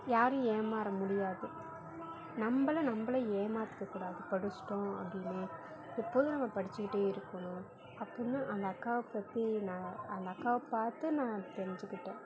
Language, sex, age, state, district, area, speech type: Tamil, female, 30-45, Tamil Nadu, Mayiladuthurai, urban, spontaneous